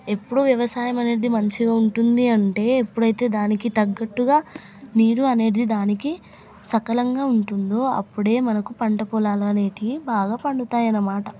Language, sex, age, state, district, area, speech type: Telugu, female, 18-30, Telangana, Hyderabad, urban, spontaneous